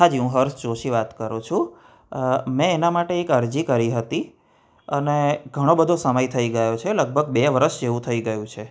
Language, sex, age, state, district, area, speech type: Gujarati, male, 30-45, Gujarat, Anand, urban, spontaneous